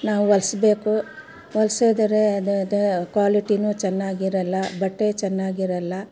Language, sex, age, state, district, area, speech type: Kannada, female, 60+, Karnataka, Bangalore Rural, rural, spontaneous